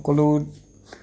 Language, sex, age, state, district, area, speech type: Assamese, male, 30-45, Assam, Goalpara, urban, spontaneous